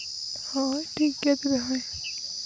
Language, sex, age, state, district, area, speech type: Santali, female, 18-30, Jharkhand, Seraikela Kharsawan, rural, spontaneous